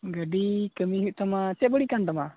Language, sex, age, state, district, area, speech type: Santali, male, 18-30, West Bengal, Malda, rural, conversation